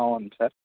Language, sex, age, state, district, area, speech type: Telugu, male, 18-30, Telangana, Hanamkonda, urban, conversation